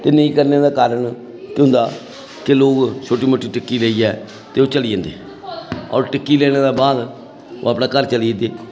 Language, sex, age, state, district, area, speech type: Dogri, male, 60+, Jammu and Kashmir, Samba, rural, spontaneous